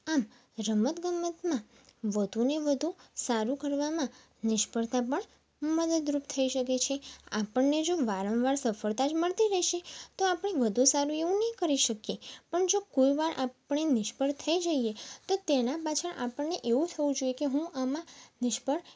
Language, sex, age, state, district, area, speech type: Gujarati, female, 18-30, Gujarat, Mehsana, rural, spontaneous